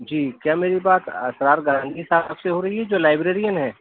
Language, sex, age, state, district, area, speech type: Urdu, male, 30-45, Delhi, East Delhi, urban, conversation